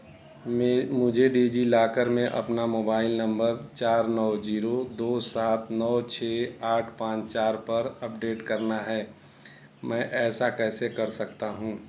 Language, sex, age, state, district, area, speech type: Hindi, male, 45-60, Uttar Pradesh, Mau, urban, read